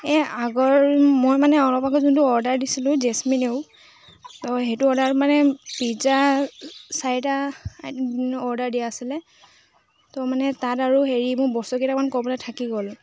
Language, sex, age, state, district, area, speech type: Assamese, female, 30-45, Assam, Tinsukia, urban, spontaneous